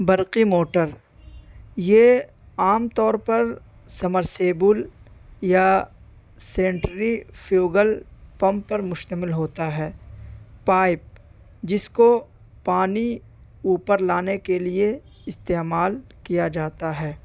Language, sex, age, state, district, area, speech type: Urdu, male, 18-30, Delhi, North East Delhi, rural, spontaneous